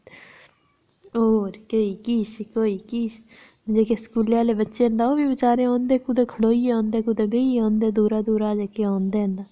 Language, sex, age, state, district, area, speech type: Dogri, female, 30-45, Jammu and Kashmir, Reasi, rural, spontaneous